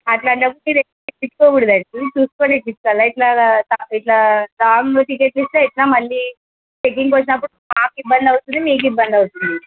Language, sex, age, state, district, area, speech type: Telugu, female, 30-45, Andhra Pradesh, Kurnool, rural, conversation